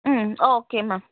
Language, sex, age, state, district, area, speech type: Tamil, female, 18-30, Tamil Nadu, Cuddalore, rural, conversation